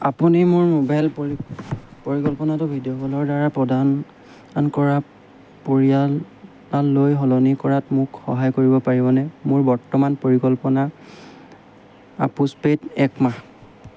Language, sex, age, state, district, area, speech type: Assamese, male, 30-45, Assam, Golaghat, rural, read